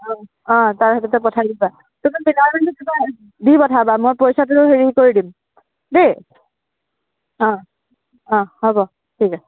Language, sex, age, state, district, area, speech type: Assamese, female, 18-30, Assam, Nagaon, rural, conversation